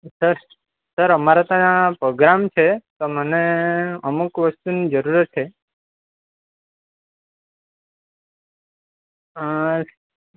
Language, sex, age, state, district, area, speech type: Gujarati, male, 18-30, Gujarat, Surat, urban, conversation